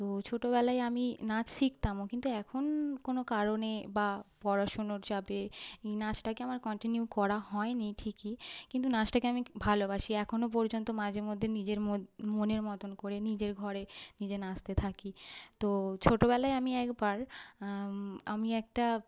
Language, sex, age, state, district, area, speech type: Bengali, female, 18-30, West Bengal, North 24 Parganas, urban, spontaneous